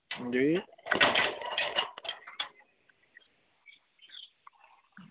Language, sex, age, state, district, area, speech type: Dogri, male, 18-30, Jammu and Kashmir, Samba, rural, conversation